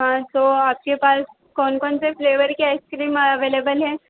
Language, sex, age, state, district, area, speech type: Hindi, female, 18-30, Madhya Pradesh, Harda, urban, conversation